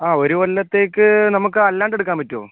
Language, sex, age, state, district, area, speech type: Malayalam, male, 30-45, Kerala, Kozhikode, urban, conversation